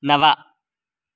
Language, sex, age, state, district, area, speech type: Sanskrit, male, 18-30, Karnataka, Raichur, rural, read